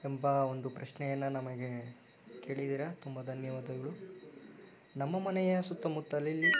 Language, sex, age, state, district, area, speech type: Kannada, male, 30-45, Karnataka, Chikkaballapur, rural, spontaneous